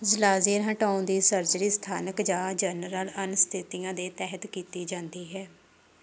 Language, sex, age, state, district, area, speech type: Punjabi, female, 18-30, Punjab, Shaheed Bhagat Singh Nagar, rural, read